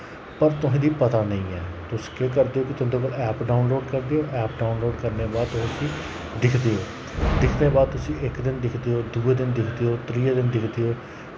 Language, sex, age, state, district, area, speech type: Dogri, male, 30-45, Jammu and Kashmir, Jammu, rural, spontaneous